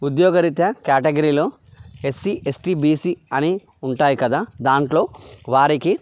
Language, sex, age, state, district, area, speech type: Telugu, male, 30-45, Telangana, Karimnagar, rural, spontaneous